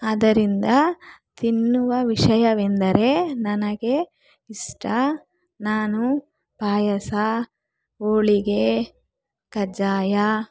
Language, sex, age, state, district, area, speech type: Kannada, female, 45-60, Karnataka, Bangalore Rural, rural, spontaneous